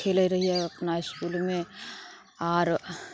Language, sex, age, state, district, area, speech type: Maithili, female, 30-45, Bihar, Samastipur, urban, spontaneous